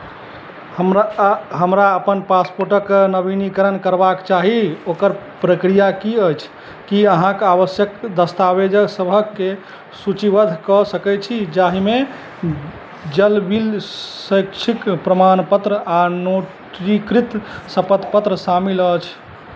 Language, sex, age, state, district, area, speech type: Maithili, male, 30-45, Bihar, Madhubani, rural, read